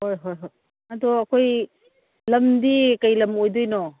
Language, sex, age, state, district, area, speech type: Manipuri, female, 45-60, Manipur, Churachandpur, rural, conversation